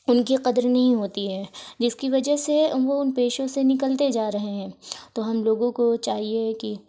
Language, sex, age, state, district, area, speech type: Urdu, female, 45-60, Uttar Pradesh, Lucknow, urban, spontaneous